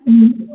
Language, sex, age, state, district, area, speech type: Telugu, male, 18-30, Telangana, Mancherial, rural, conversation